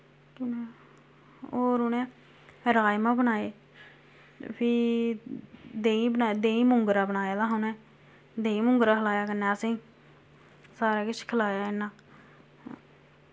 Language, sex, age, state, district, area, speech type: Dogri, female, 30-45, Jammu and Kashmir, Samba, rural, spontaneous